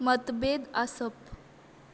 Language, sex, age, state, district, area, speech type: Goan Konkani, female, 18-30, Goa, Quepem, urban, read